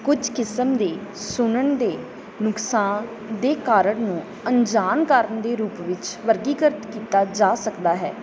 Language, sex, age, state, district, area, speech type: Punjabi, female, 18-30, Punjab, Bathinda, rural, read